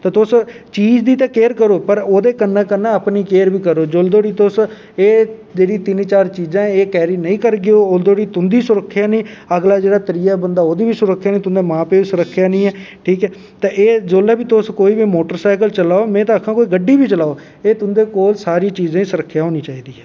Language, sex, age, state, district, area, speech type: Dogri, male, 18-30, Jammu and Kashmir, Reasi, rural, spontaneous